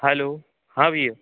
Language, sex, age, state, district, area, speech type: Hindi, male, 18-30, Madhya Pradesh, Jabalpur, urban, conversation